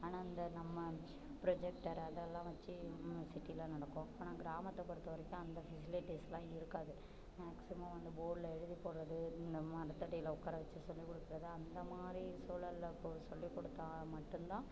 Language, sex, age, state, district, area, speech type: Tamil, female, 60+, Tamil Nadu, Ariyalur, rural, spontaneous